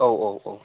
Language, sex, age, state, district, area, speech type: Bodo, male, 30-45, Assam, Baksa, urban, conversation